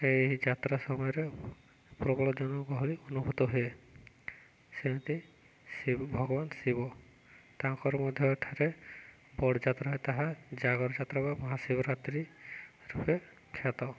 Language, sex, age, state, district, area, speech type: Odia, male, 18-30, Odisha, Subarnapur, urban, spontaneous